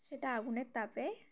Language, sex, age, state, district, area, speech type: Bengali, female, 18-30, West Bengal, Uttar Dinajpur, urban, spontaneous